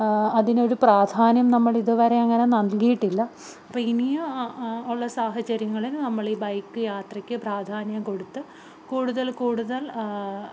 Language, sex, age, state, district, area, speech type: Malayalam, female, 30-45, Kerala, Palakkad, rural, spontaneous